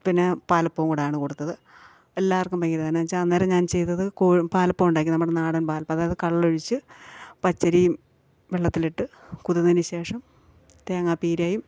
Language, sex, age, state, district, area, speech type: Malayalam, female, 45-60, Kerala, Kottayam, urban, spontaneous